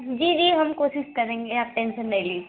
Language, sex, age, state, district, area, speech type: Hindi, female, 18-30, Uttar Pradesh, Azamgarh, rural, conversation